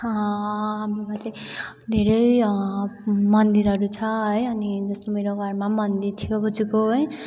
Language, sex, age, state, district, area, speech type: Nepali, female, 18-30, West Bengal, Kalimpong, rural, spontaneous